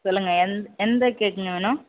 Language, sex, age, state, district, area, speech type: Tamil, male, 18-30, Tamil Nadu, Mayiladuthurai, urban, conversation